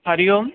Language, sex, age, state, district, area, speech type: Sanskrit, male, 18-30, Odisha, Khordha, rural, conversation